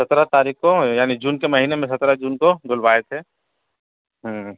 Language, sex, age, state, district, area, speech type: Urdu, male, 30-45, Bihar, Gaya, urban, conversation